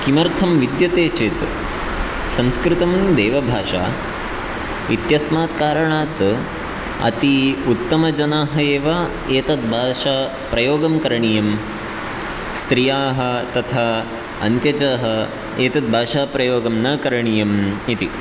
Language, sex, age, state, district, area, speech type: Sanskrit, male, 18-30, Karnataka, Chikkamagaluru, rural, spontaneous